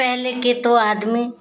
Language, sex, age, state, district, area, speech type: Hindi, female, 45-60, Uttar Pradesh, Ghazipur, rural, spontaneous